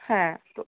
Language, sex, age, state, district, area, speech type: Bengali, female, 60+, West Bengal, Nadia, urban, conversation